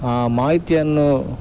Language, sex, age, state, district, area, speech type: Kannada, male, 30-45, Karnataka, Dakshina Kannada, rural, spontaneous